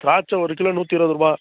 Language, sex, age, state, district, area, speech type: Tamil, male, 18-30, Tamil Nadu, Kallakurichi, urban, conversation